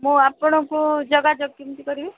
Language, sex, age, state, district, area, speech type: Odia, female, 30-45, Odisha, Rayagada, rural, conversation